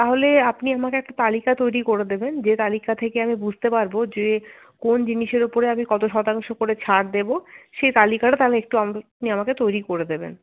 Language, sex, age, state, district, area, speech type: Bengali, female, 30-45, West Bengal, Paschim Bardhaman, urban, conversation